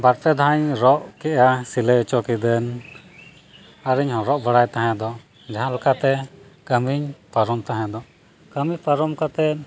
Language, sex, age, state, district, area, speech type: Santali, male, 30-45, Jharkhand, East Singhbhum, rural, spontaneous